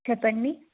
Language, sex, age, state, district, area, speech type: Telugu, female, 18-30, Andhra Pradesh, Guntur, urban, conversation